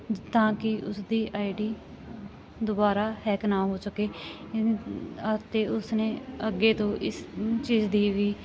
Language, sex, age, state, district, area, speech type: Punjabi, female, 18-30, Punjab, Sangrur, rural, spontaneous